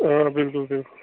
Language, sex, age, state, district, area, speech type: Kashmiri, male, 30-45, Jammu and Kashmir, Bandipora, rural, conversation